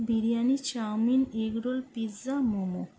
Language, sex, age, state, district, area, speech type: Bengali, female, 30-45, West Bengal, North 24 Parganas, urban, spontaneous